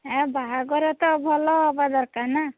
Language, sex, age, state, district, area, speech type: Odia, female, 18-30, Odisha, Balasore, rural, conversation